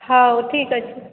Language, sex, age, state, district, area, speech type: Odia, female, 18-30, Odisha, Kendrapara, urban, conversation